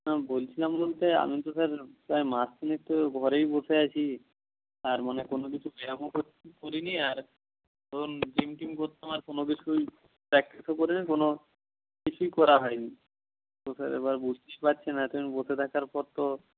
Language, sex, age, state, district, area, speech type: Bengali, male, 60+, West Bengal, Purba Medinipur, rural, conversation